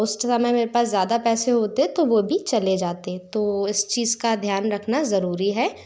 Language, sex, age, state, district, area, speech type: Hindi, female, 30-45, Madhya Pradesh, Bhopal, urban, spontaneous